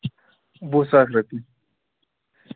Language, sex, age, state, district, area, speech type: Kashmiri, male, 18-30, Jammu and Kashmir, Shopian, urban, conversation